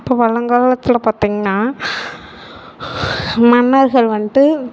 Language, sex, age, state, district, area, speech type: Tamil, female, 30-45, Tamil Nadu, Mayiladuthurai, urban, spontaneous